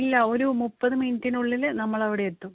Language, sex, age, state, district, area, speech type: Malayalam, female, 18-30, Kerala, Kannur, rural, conversation